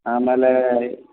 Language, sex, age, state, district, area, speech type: Kannada, male, 30-45, Karnataka, Bellary, rural, conversation